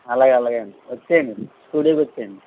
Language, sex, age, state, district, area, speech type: Telugu, male, 60+, Andhra Pradesh, Eluru, rural, conversation